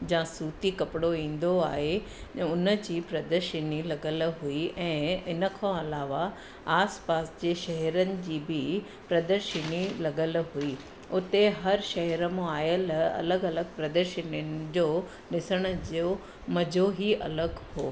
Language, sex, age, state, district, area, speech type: Sindhi, female, 30-45, Gujarat, Surat, urban, spontaneous